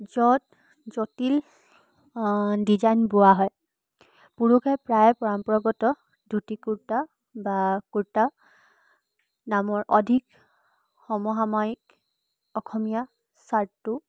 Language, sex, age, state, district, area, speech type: Assamese, female, 18-30, Assam, Charaideo, urban, spontaneous